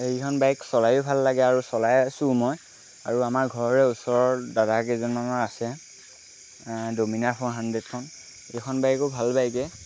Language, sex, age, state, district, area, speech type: Assamese, male, 18-30, Assam, Lakhimpur, rural, spontaneous